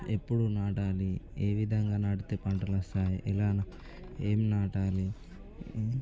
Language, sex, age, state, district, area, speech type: Telugu, male, 18-30, Telangana, Nirmal, rural, spontaneous